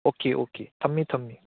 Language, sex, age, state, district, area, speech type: Manipuri, male, 18-30, Manipur, Churachandpur, urban, conversation